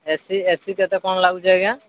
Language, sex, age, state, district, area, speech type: Odia, male, 45-60, Odisha, Sambalpur, rural, conversation